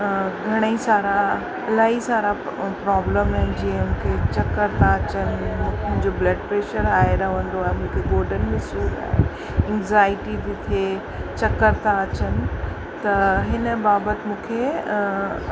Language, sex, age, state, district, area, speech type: Sindhi, female, 45-60, Uttar Pradesh, Lucknow, urban, spontaneous